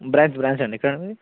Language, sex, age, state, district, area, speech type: Telugu, male, 45-60, Telangana, Peddapalli, urban, conversation